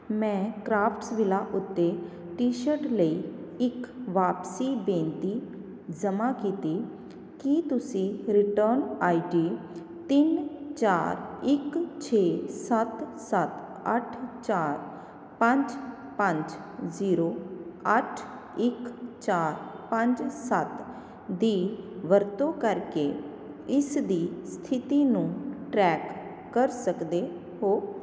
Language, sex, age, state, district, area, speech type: Punjabi, female, 30-45, Punjab, Jalandhar, rural, read